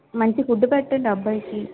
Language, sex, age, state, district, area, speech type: Telugu, female, 45-60, Andhra Pradesh, Vizianagaram, rural, conversation